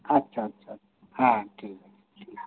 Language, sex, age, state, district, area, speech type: Santali, male, 60+, West Bengal, Birbhum, rural, conversation